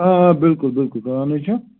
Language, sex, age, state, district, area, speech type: Kashmiri, male, 30-45, Jammu and Kashmir, Srinagar, rural, conversation